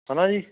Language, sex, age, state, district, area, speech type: Punjabi, male, 30-45, Punjab, Ludhiana, rural, conversation